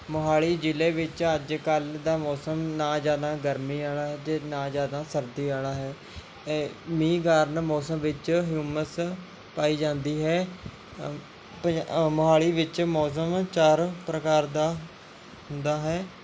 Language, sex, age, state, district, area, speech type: Punjabi, male, 18-30, Punjab, Mohali, rural, spontaneous